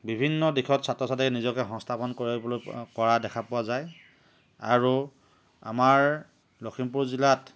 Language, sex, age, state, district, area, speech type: Assamese, male, 45-60, Assam, Lakhimpur, rural, spontaneous